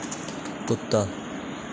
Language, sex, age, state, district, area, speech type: Dogri, male, 18-30, Jammu and Kashmir, Kathua, rural, read